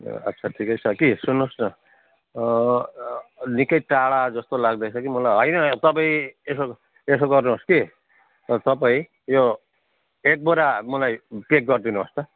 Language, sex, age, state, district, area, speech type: Nepali, male, 45-60, West Bengal, Jalpaiguri, urban, conversation